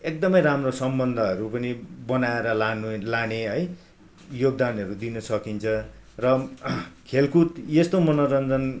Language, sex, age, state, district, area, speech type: Nepali, male, 45-60, West Bengal, Darjeeling, rural, spontaneous